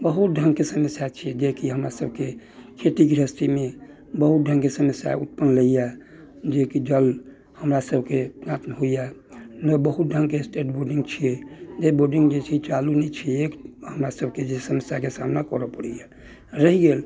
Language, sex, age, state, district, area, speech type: Maithili, male, 60+, Bihar, Muzaffarpur, urban, spontaneous